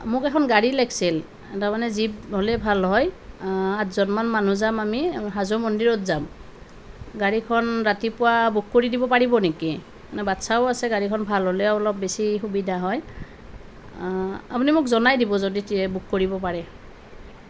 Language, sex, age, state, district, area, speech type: Assamese, female, 30-45, Assam, Nalbari, rural, spontaneous